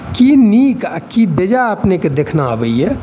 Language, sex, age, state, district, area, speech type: Maithili, male, 45-60, Bihar, Saharsa, urban, spontaneous